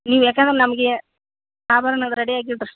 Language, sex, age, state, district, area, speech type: Kannada, female, 45-60, Karnataka, Koppal, rural, conversation